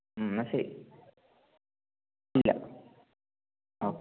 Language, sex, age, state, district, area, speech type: Malayalam, male, 18-30, Kerala, Wayanad, rural, conversation